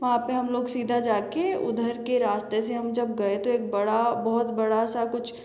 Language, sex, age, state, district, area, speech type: Hindi, female, 30-45, Rajasthan, Jaipur, urban, spontaneous